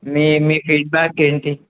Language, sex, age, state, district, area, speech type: Telugu, male, 18-30, Telangana, Adilabad, rural, conversation